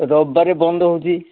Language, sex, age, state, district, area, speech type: Odia, male, 60+, Odisha, Ganjam, urban, conversation